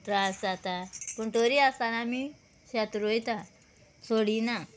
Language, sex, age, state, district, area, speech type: Goan Konkani, female, 30-45, Goa, Murmgao, rural, spontaneous